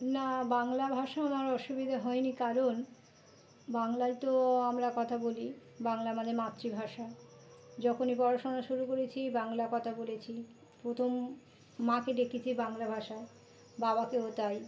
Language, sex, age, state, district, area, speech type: Bengali, female, 45-60, West Bengal, North 24 Parganas, urban, spontaneous